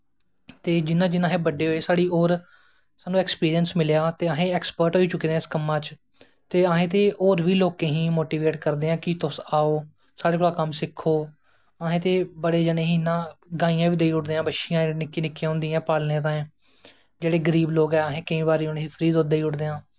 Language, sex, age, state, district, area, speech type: Dogri, male, 18-30, Jammu and Kashmir, Jammu, rural, spontaneous